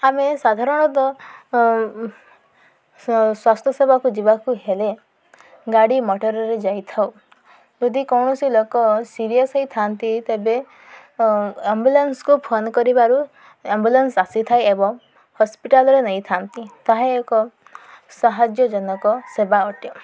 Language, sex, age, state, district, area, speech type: Odia, female, 30-45, Odisha, Koraput, urban, spontaneous